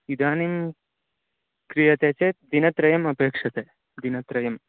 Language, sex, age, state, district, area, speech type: Sanskrit, male, 18-30, Karnataka, Chikkamagaluru, rural, conversation